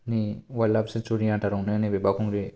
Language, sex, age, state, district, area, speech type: Bodo, male, 30-45, Assam, Kokrajhar, urban, spontaneous